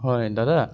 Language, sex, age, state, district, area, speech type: Assamese, male, 18-30, Assam, Sonitpur, rural, spontaneous